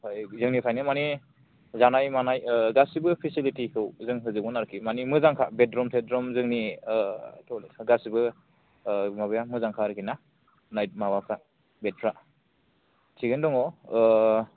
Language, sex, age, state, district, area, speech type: Bodo, male, 18-30, Assam, Kokrajhar, rural, conversation